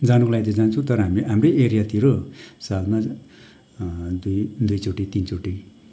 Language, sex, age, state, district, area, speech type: Nepali, male, 45-60, West Bengal, Kalimpong, rural, spontaneous